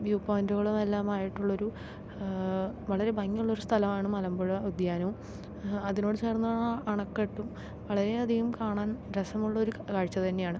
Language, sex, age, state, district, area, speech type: Malayalam, female, 18-30, Kerala, Palakkad, rural, spontaneous